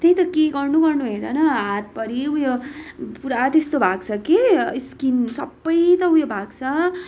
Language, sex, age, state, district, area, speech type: Nepali, female, 18-30, West Bengal, Darjeeling, rural, spontaneous